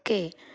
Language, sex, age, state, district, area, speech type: Sindhi, female, 30-45, Gujarat, Junagadh, urban, spontaneous